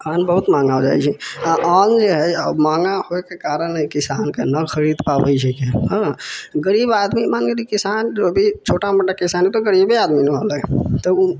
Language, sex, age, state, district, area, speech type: Maithili, male, 18-30, Bihar, Sitamarhi, rural, spontaneous